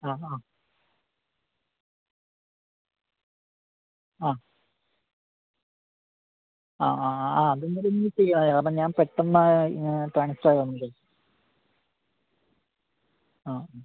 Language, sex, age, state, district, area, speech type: Malayalam, male, 45-60, Kerala, Kozhikode, urban, conversation